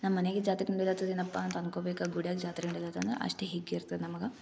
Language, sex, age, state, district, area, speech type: Kannada, female, 18-30, Karnataka, Gulbarga, urban, spontaneous